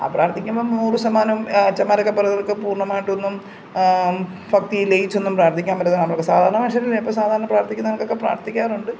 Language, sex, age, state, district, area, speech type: Malayalam, female, 45-60, Kerala, Pathanamthitta, rural, spontaneous